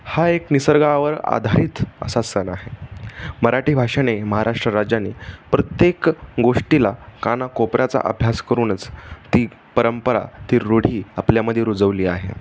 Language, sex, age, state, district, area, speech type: Marathi, male, 18-30, Maharashtra, Pune, urban, spontaneous